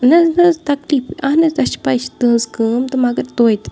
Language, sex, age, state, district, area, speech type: Kashmiri, female, 30-45, Jammu and Kashmir, Bandipora, rural, spontaneous